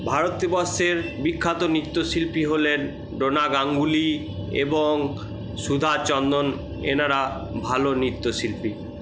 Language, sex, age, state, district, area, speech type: Bengali, male, 60+, West Bengal, Purba Bardhaman, rural, spontaneous